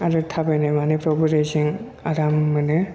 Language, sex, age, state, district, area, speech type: Bodo, male, 30-45, Assam, Chirang, rural, spontaneous